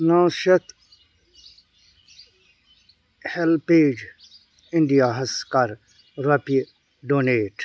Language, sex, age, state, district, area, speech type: Kashmiri, other, 45-60, Jammu and Kashmir, Bandipora, rural, read